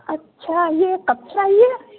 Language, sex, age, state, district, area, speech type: Urdu, male, 30-45, Uttar Pradesh, Gautam Buddha Nagar, rural, conversation